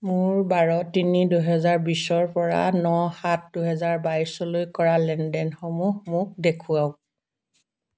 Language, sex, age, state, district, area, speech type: Assamese, female, 60+, Assam, Dibrugarh, rural, read